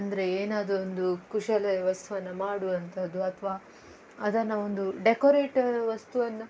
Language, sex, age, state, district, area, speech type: Kannada, female, 18-30, Karnataka, Udupi, urban, spontaneous